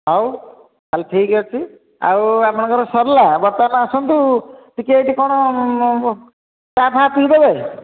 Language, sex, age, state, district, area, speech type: Odia, male, 45-60, Odisha, Nayagarh, rural, conversation